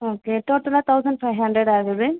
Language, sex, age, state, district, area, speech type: Tamil, female, 18-30, Tamil Nadu, Viluppuram, rural, conversation